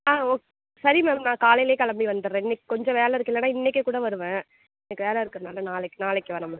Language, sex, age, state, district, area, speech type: Tamil, female, 45-60, Tamil Nadu, Sivaganga, rural, conversation